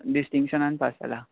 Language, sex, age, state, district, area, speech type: Goan Konkani, male, 18-30, Goa, Bardez, rural, conversation